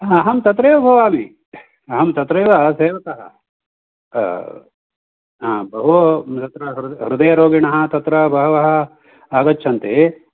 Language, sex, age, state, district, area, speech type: Sanskrit, male, 60+, Karnataka, Uttara Kannada, rural, conversation